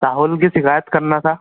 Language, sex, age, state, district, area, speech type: Hindi, male, 18-30, Madhya Pradesh, Harda, urban, conversation